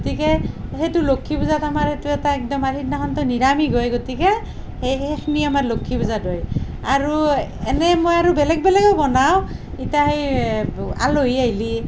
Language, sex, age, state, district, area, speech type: Assamese, female, 45-60, Assam, Nalbari, rural, spontaneous